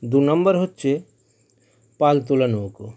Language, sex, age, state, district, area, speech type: Bengali, male, 45-60, West Bengal, Howrah, urban, spontaneous